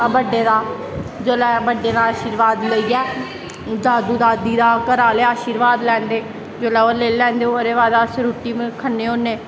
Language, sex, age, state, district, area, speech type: Dogri, female, 18-30, Jammu and Kashmir, Samba, rural, spontaneous